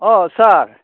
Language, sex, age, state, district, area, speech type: Bodo, male, 60+, Assam, Udalguri, urban, conversation